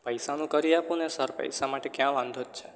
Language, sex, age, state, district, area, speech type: Gujarati, male, 18-30, Gujarat, Surat, rural, spontaneous